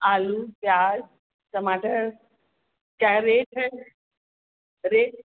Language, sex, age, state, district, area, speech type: Hindi, female, 60+, Uttar Pradesh, Azamgarh, rural, conversation